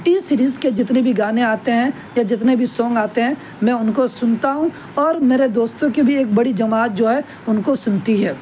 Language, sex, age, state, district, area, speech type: Urdu, male, 18-30, Delhi, North West Delhi, urban, spontaneous